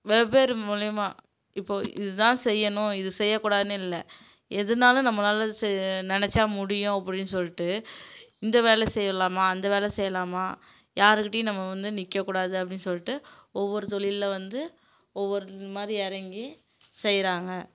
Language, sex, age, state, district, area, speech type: Tamil, female, 30-45, Tamil Nadu, Kallakurichi, urban, spontaneous